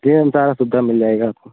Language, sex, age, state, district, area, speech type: Hindi, male, 30-45, Uttar Pradesh, Ayodhya, rural, conversation